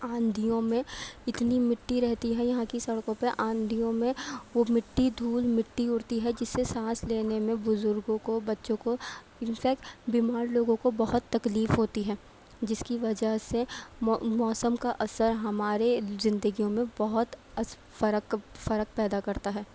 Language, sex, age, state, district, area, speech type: Urdu, female, 18-30, Delhi, Central Delhi, urban, spontaneous